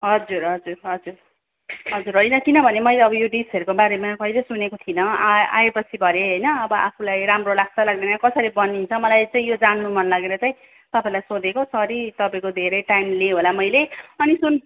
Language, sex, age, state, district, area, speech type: Nepali, female, 30-45, West Bengal, Darjeeling, rural, conversation